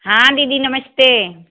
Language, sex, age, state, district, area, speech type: Hindi, female, 60+, Madhya Pradesh, Jabalpur, urban, conversation